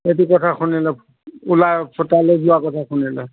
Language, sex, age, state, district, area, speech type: Assamese, male, 60+, Assam, Nagaon, rural, conversation